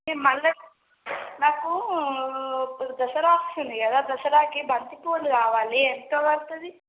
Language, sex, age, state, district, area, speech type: Telugu, female, 45-60, Andhra Pradesh, Srikakulam, rural, conversation